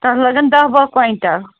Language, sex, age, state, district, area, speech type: Kashmiri, female, 45-60, Jammu and Kashmir, Ganderbal, rural, conversation